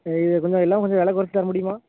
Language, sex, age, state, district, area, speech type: Tamil, male, 18-30, Tamil Nadu, Thoothukudi, rural, conversation